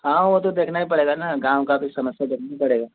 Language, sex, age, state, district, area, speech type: Hindi, male, 30-45, Uttar Pradesh, Mau, rural, conversation